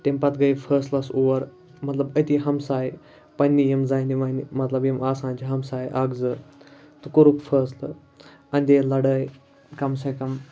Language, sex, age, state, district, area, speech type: Kashmiri, male, 18-30, Jammu and Kashmir, Ganderbal, rural, spontaneous